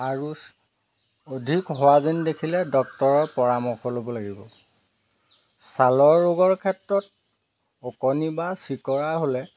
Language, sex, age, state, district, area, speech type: Assamese, male, 45-60, Assam, Jorhat, urban, spontaneous